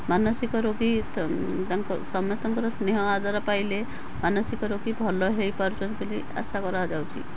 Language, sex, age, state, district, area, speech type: Odia, female, 45-60, Odisha, Cuttack, urban, spontaneous